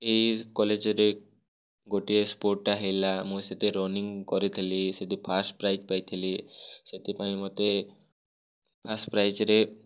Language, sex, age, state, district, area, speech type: Odia, male, 18-30, Odisha, Kalahandi, rural, spontaneous